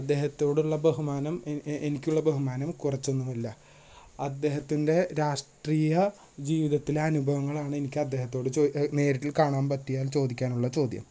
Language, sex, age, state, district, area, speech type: Malayalam, male, 18-30, Kerala, Thrissur, urban, spontaneous